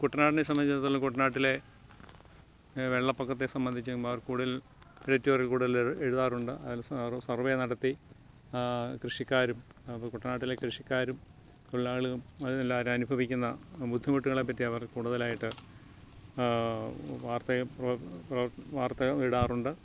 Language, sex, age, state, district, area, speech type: Malayalam, male, 60+, Kerala, Alappuzha, rural, spontaneous